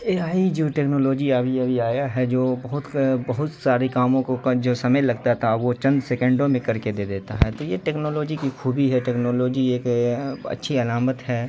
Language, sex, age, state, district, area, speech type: Urdu, male, 18-30, Bihar, Saharsa, rural, spontaneous